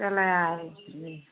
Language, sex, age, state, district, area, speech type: Hindi, female, 45-60, Uttar Pradesh, Prayagraj, rural, conversation